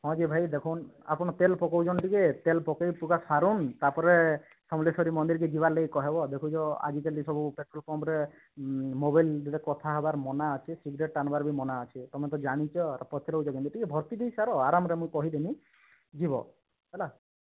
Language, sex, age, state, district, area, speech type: Odia, male, 45-60, Odisha, Boudh, rural, conversation